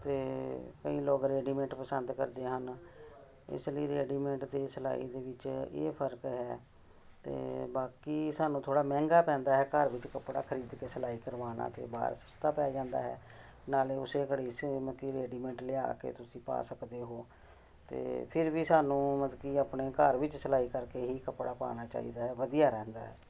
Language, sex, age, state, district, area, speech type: Punjabi, female, 45-60, Punjab, Jalandhar, urban, spontaneous